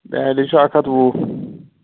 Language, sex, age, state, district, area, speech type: Kashmiri, male, 18-30, Jammu and Kashmir, Anantnag, rural, conversation